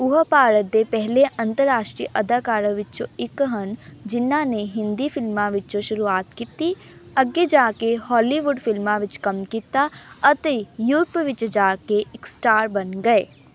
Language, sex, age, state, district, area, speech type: Punjabi, female, 18-30, Punjab, Amritsar, urban, read